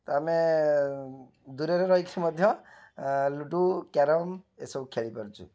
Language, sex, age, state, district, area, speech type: Odia, male, 45-60, Odisha, Cuttack, urban, spontaneous